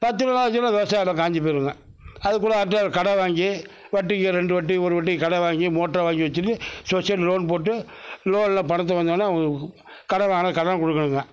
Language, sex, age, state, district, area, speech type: Tamil, male, 60+, Tamil Nadu, Mayiladuthurai, urban, spontaneous